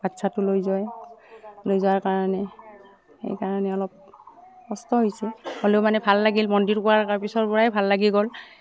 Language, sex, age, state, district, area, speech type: Assamese, female, 45-60, Assam, Udalguri, rural, spontaneous